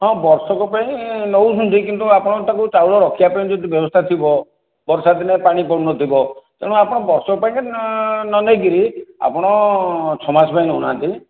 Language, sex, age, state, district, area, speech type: Odia, male, 60+, Odisha, Khordha, rural, conversation